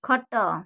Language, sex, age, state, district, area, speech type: Odia, female, 18-30, Odisha, Mayurbhanj, rural, read